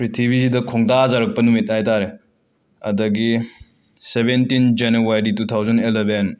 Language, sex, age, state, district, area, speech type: Manipuri, male, 18-30, Manipur, Imphal West, rural, spontaneous